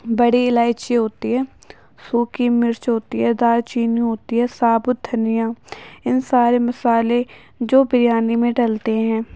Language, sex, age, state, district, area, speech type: Urdu, female, 18-30, Uttar Pradesh, Ghaziabad, rural, spontaneous